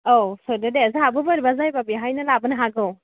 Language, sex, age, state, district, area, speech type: Bodo, female, 18-30, Assam, Kokrajhar, rural, conversation